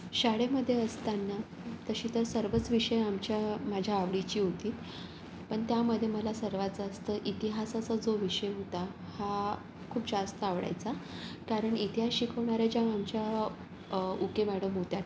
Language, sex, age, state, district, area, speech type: Marathi, female, 45-60, Maharashtra, Yavatmal, urban, spontaneous